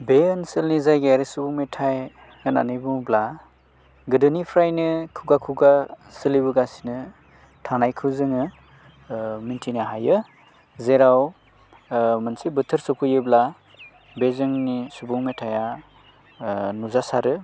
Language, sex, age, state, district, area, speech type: Bodo, male, 30-45, Assam, Udalguri, rural, spontaneous